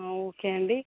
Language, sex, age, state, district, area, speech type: Telugu, female, 18-30, Telangana, Jangaon, rural, conversation